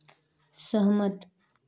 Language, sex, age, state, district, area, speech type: Hindi, female, 18-30, Madhya Pradesh, Ujjain, rural, read